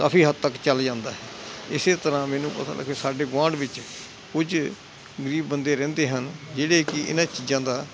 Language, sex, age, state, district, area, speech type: Punjabi, male, 60+, Punjab, Hoshiarpur, rural, spontaneous